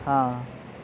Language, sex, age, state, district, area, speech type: Urdu, male, 30-45, Bihar, Madhubani, rural, spontaneous